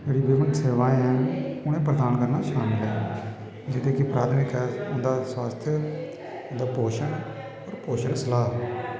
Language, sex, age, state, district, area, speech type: Dogri, male, 18-30, Jammu and Kashmir, Kathua, rural, spontaneous